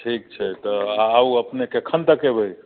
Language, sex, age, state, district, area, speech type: Maithili, male, 45-60, Bihar, Muzaffarpur, rural, conversation